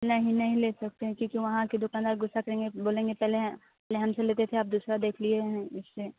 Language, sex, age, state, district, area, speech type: Hindi, female, 18-30, Bihar, Muzaffarpur, rural, conversation